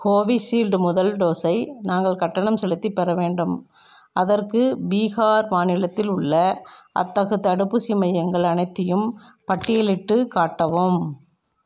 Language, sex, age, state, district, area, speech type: Tamil, female, 45-60, Tamil Nadu, Tiruppur, rural, read